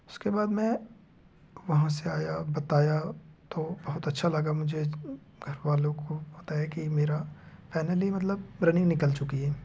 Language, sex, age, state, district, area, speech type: Hindi, male, 18-30, Madhya Pradesh, Betul, rural, spontaneous